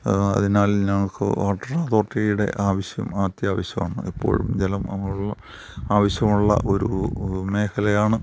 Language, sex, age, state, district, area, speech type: Malayalam, male, 60+, Kerala, Thiruvananthapuram, rural, spontaneous